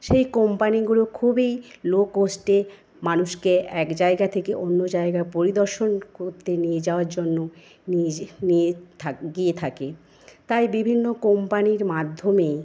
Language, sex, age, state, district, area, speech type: Bengali, female, 30-45, West Bengal, Paschim Medinipur, rural, spontaneous